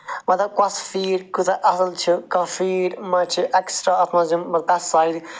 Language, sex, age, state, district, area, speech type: Kashmiri, male, 45-60, Jammu and Kashmir, Srinagar, rural, spontaneous